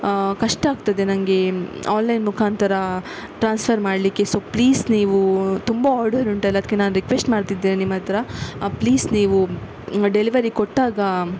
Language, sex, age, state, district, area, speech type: Kannada, female, 18-30, Karnataka, Udupi, rural, spontaneous